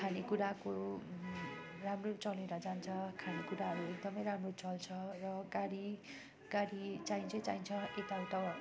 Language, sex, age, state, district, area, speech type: Nepali, female, 30-45, West Bengal, Darjeeling, rural, spontaneous